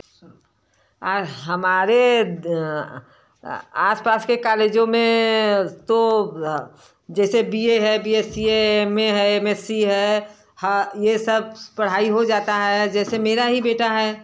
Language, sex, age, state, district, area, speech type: Hindi, female, 60+, Uttar Pradesh, Varanasi, rural, spontaneous